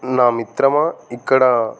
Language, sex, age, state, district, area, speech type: Telugu, male, 30-45, Telangana, Adilabad, rural, spontaneous